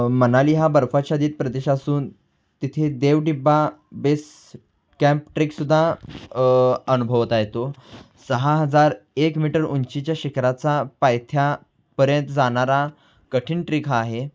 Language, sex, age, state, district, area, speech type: Marathi, male, 18-30, Maharashtra, Kolhapur, urban, spontaneous